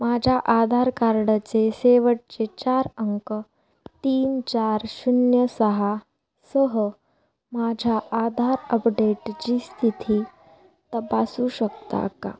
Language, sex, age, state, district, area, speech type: Marathi, female, 18-30, Maharashtra, Osmanabad, rural, read